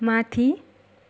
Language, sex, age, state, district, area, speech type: Nepali, female, 18-30, West Bengal, Darjeeling, rural, read